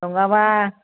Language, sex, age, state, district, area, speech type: Bodo, female, 45-60, Assam, Chirang, rural, conversation